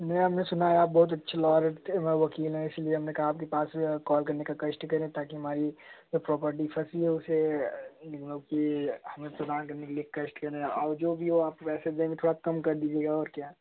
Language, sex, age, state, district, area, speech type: Hindi, male, 18-30, Uttar Pradesh, Prayagraj, urban, conversation